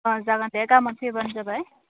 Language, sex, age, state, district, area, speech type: Bodo, female, 18-30, Assam, Udalguri, rural, conversation